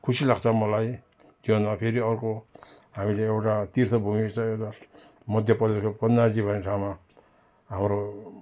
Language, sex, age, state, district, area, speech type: Nepali, male, 60+, West Bengal, Darjeeling, rural, spontaneous